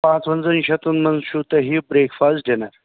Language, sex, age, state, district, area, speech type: Kashmiri, male, 30-45, Jammu and Kashmir, Srinagar, urban, conversation